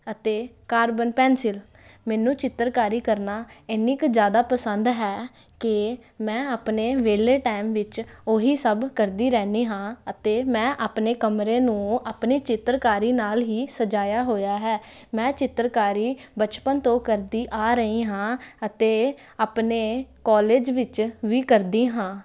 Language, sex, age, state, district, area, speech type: Punjabi, female, 18-30, Punjab, Jalandhar, urban, spontaneous